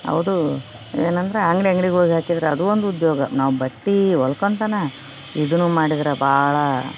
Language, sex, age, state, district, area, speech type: Kannada, female, 30-45, Karnataka, Koppal, urban, spontaneous